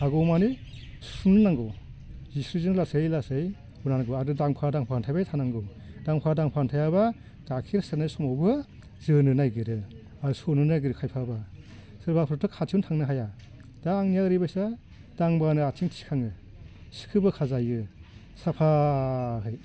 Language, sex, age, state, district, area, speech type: Bodo, male, 60+, Assam, Baksa, rural, spontaneous